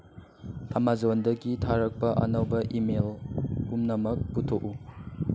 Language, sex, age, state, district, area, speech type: Manipuri, male, 18-30, Manipur, Chandel, rural, read